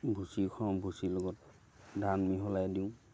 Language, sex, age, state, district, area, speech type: Assamese, male, 60+, Assam, Lakhimpur, urban, spontaneous